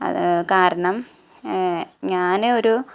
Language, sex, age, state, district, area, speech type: Malayalam, female, 18-30, Kerala, Malappuram, rural, spontaneous